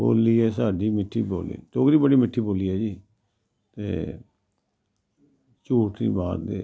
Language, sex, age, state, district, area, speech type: Dogri, male, 60+, Jammu and Kashmir, Samba, rural, spontaneous